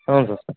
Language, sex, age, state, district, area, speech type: Kannada, male, 18-30, Karnataka, Koppal, rural, conversation